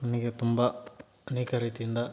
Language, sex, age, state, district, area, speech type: Kannada, male, 30-45, Karnataka, Gadag, rural, spontaneous